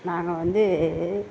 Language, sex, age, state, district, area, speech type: Tamil, female, 60+, Tamil Nadu, Mayiladuthurai, urban, spontaneous